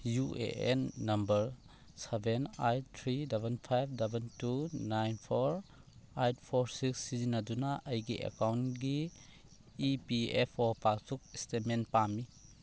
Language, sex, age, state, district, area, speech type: Manipuri, male, 30-45, Manipur, Thoubal, rural, read